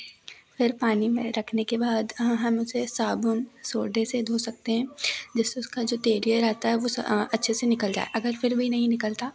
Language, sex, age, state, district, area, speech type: Hindi, female, 18-30, Madhya Pradesh, Seoni, urban, spontaneous